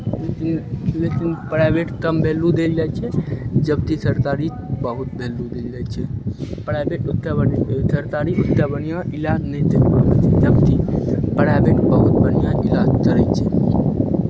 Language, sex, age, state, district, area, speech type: Maithili, male, 18-30, Bihar, Begusarai, rural, spontaneous